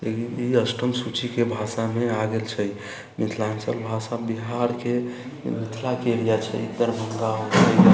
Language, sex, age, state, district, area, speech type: Maithili, male, 45-60, Bihar, Sitamarhi, rural, spontaneous